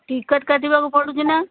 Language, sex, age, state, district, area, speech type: Odia, female, 60+, Odisha, Sambalpur, rural, conversation